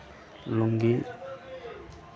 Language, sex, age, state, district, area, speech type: Maithili, male, 45-60, Bihar, Madhepura, rural, spontaneous